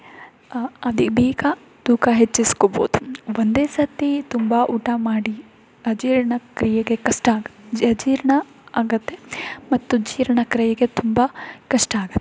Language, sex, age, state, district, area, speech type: Kannada, female, 18-30, Karnataka, Tumkur, rural, spontaneous